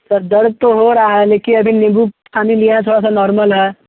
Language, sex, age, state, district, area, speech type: Hindi, male, 18-30, Uttar Pradesh, Sonbhadra, rural, conversation